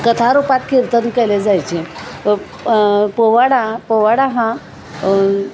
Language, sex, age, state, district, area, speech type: Marathi, female, 60+, Maharashtra, Kolhapur, urban, spontaneous